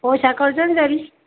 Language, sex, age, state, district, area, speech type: Gujarati, male, 60+, Gujarat, Aravalli, urban, conversation